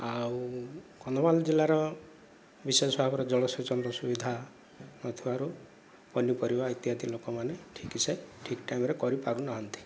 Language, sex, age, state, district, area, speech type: Odia, male, 45-60, Odisha, Kandhamal, rural, spontaneous